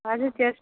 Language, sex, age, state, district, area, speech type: Bengali, female, 45-60, West Bengal, Uttar Dinajpur, rural, conversation